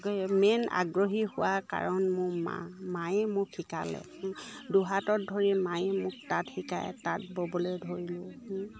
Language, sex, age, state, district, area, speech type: Assamese, female, 30-45, Assam, Dibrugarh, urban, spontaneous